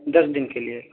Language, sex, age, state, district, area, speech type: Urdu, male, 18-30, Uttar Pradesh, Siddharthnagar, rural, conversation